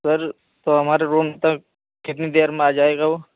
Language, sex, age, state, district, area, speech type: Urdu, male, 18-30, Uttar Pradesh, Saharanpur, urban, conversation